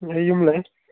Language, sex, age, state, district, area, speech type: Manipuri, male, 18-30, Manipur, Tengnoupal, rural, conversation